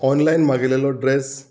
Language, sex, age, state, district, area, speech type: Goan Konkani, male, 45-60, Goa, Murmgao, rural, spontaneous